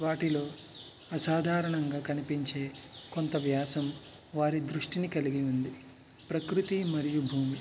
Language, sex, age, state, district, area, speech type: Telugu, male, 18-30, Andhra Pradesh, West Godavari, rural, spontaneous